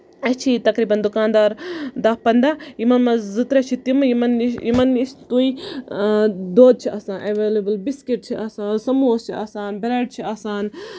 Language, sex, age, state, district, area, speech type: Kashmiri, female, 18-30, Jammu and Kashmir, Budgam, rural, spontaneous